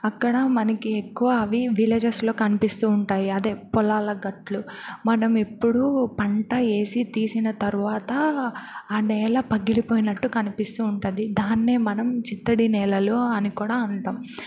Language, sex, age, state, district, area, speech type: Telugu, female, 18-30, Andhra Pradesh, Bapatla, rural, spontaneous